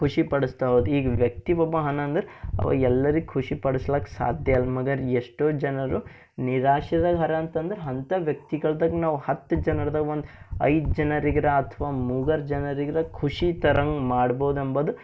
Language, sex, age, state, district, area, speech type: Kannada, male, 18-30, Karnataka, Bidar, urban, spontaneous